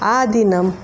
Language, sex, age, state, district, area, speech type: Sanskrit, female, 45-60, Maharashtra, Nagpur, urban, spontaneous